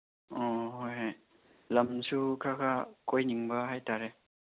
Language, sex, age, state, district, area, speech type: Manipuri, male, 18-30, Manipur, Chandel, rural, conversation